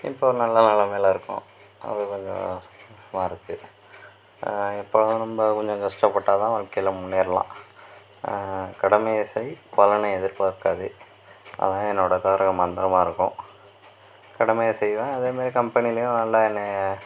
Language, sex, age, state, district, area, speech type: Tamil, male, 18-30, Tamil Nadu, Perambalur, rural, spontaneous